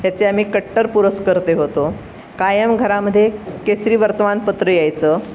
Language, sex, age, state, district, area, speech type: Marathi, female, 60+, Maharashtra, Pune, urban, spontaneous